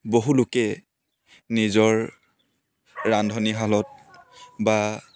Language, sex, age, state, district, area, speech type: Assamese, male, 18-30, Assam, Dibrugarh, urban, spontaneous